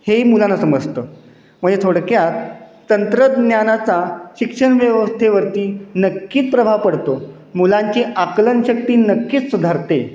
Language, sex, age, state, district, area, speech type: Marathi, male, 30-45, Maharashtra, Satara, urban, spontaneous